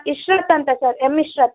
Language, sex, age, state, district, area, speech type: Kannada, female, 18-30, Karnataka, Vijayanagara, rural, conversation